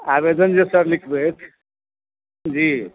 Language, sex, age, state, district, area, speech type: Maithili, male, 45-60, Bihar, Madhubani, rural, conversation